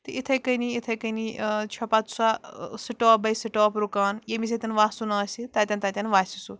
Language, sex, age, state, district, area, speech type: Kashmiri, female, 18-30, Jammu and Kashmir, Bandipora, rural, spontaneous